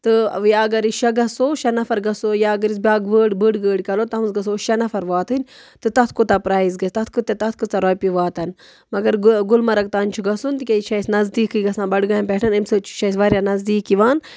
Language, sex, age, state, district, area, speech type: Kashmiri, female, 45-60, Jammu and Kashmir, Budgam, rural, spontaneous